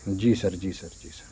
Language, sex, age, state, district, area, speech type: Urdu, male, 18-30, Uttar Pradesh, Muzaffarnagar, urban, spontaneous